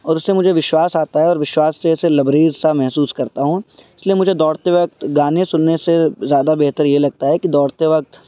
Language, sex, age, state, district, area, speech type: Urdu, male, 18-30, Delhi, Central Delhi, urban, spontaneous